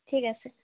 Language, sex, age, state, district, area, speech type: Assamese, female, 18-30, Assam, Majuli, urban, conversation